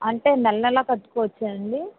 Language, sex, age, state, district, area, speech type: Telugu, female, 45-60, Andhra Pradesh, N T Rama Rao, urban, conversation